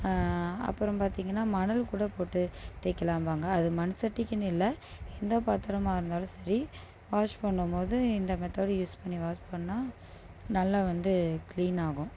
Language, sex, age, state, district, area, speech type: Tamil, female, 30-45, Tamil Nadu, Tiruchirappalli, rural, spontaneous